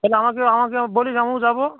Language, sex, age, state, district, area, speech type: Bengali, male, 45-60, West Bengal, North 24 Parganas, rural, conversation